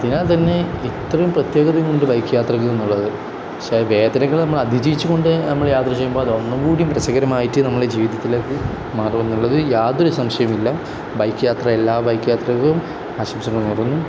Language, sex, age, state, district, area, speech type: Malayalam, male, 18-30, Kerala, Kozhikode, rural, spontaneous